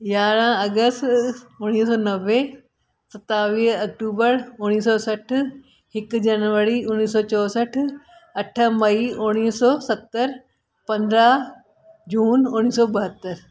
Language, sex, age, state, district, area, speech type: Sindhi, female, 60+, Delhi, South Delhi, urban, spontaneous